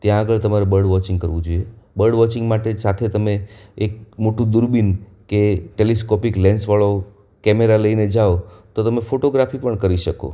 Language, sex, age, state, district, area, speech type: Gujarati, male, 45-60, Gujarat, Anand, urban, spontaneous